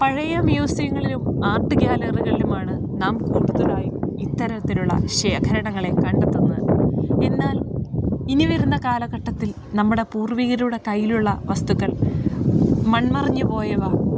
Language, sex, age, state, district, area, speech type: Malayalam, female, 30-45, Kerala, Idukki, rural, spontaneous